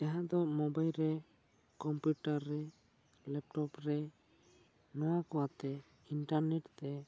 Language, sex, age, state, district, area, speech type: Santali, male, 18-30, West Bengal, Bankura, rural, spontaneous